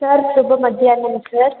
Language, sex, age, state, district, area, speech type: Telugu, female, 18-30, Andhra Pradesh, Chittoor, rural, conversation